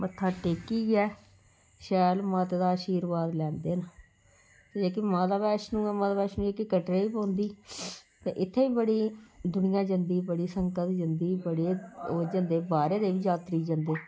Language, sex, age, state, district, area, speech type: Dogri, female, 60+, Jammu and Kashmir, Udhampur, rural, spontaneous